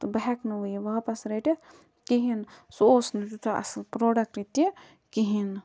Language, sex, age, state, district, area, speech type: Kashmiri, female, 18-30, Jammu and Kashmir, Budgam, rural, spontaneous